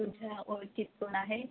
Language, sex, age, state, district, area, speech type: Marathi, female, 18-30, Maharashtra, Ratnagiri, rural, conversation